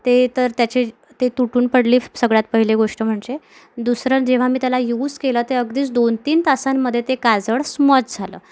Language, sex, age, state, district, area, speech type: Marathi, female, 18-30, Maharashtra, Amravati, urban, spontaneous